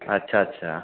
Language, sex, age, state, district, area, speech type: Hindi, male, 18-30, Bihar, Samastipur, rural, conversation